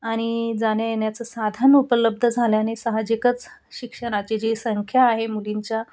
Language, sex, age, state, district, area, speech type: Marathi, female, 30-45, Maharashtra, Nashik, urban, spontaneous